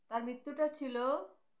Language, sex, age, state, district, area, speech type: Bengali, female, 30-45, West Bengal, Birbhum, urban, spontaneous